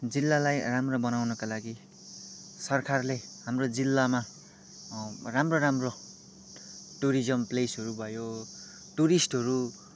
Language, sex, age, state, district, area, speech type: Nepali, male, 18-30, West Bengal, Kalimpong, rural, spontaneous